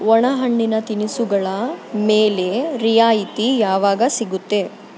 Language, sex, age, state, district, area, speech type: Kannada, female, 18-30, Karnataka, Bangalore Urban, urban, read